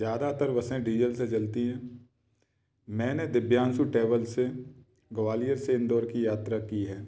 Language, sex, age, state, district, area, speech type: Hindi, male, 30-45, Madhya Pradesh, Gwalior, urban, spontaneous